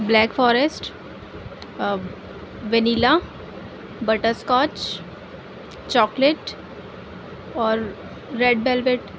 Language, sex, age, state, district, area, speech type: Urdu, female, 18-30, Delhi, North East Delhi, urban, spontaneous